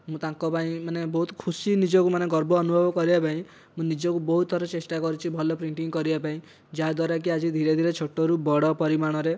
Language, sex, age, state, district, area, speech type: Odia, male, 18-30, Odisha, Dhenkanal, rural, spontaneous